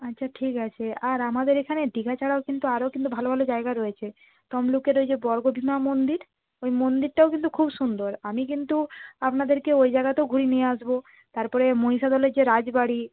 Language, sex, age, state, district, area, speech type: Bengali, female, 30-45, West Bengal, Purba Medinipur, rural, conversation